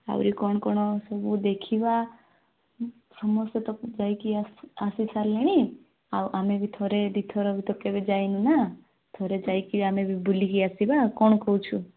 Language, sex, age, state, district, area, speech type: Odia, female, 18-30, Odisha, Nabarangpur, urban, conversation